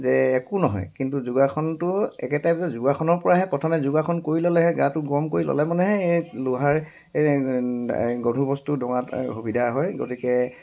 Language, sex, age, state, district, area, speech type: Assamese, male, 60+, Assam, Dibrugarh, rural, spontaneous